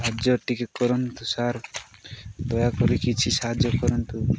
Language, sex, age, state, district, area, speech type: Odia, male, 18-30, Odisha, Nabarangpur, urban, spontaneous